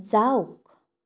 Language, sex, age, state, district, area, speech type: Assamese, female, 30-45, Assam, Charaideo, urban, read